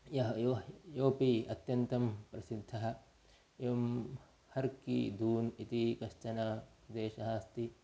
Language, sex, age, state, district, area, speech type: Sanskrit, male, 30-45, Karnataka, Udupi, rural, spontaneous